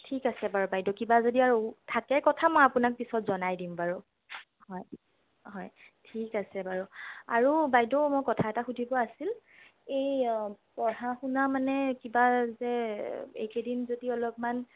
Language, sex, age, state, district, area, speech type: Assamese, female, 30-45, Assam, Sonitpur, rural, conversation